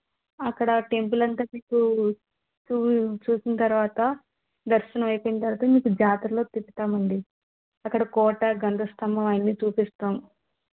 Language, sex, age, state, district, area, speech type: Telugu, female, 30-45, Andhra Pradesh, Vizianagaram, rural, conversation